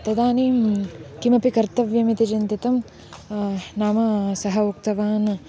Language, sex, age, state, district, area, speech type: Sanskrit, female, 18-30, Karnataka, Uttara Kannada, rural, spontaneous